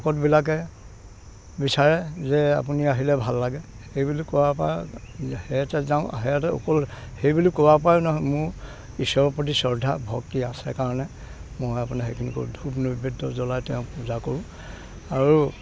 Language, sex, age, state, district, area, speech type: Assamese, male, 60+, Assam, Dhemaji, rural, spontaneous